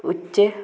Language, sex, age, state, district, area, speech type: Punjabi, female, 45-60, Punjab, Hoshiarpur, rural, read